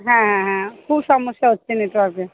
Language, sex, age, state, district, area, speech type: Bengali, female, 30-45, West Bengal, Hooghly, urban, conversation